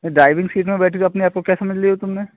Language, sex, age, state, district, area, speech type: Hindi, male, 18-30, Madhya Pradesh, Seoni, urban, conversation